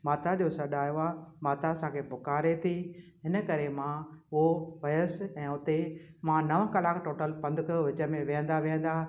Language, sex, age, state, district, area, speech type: Sindhi, female, 60+, Maharashtra, Thane, urban, spontaneous